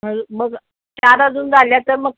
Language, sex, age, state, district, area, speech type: Marathi, female, 45-60, Maharashtra, Sangli, urban, conversation